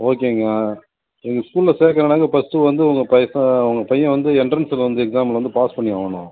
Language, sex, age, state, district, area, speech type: Tamil, male, 30-45, Tamil Nadu, Cuddalore, rural, conversation